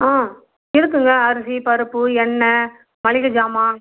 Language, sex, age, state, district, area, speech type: Tamil, female, 45-60, Tamil Nadu, Viluppuram, rural, conversation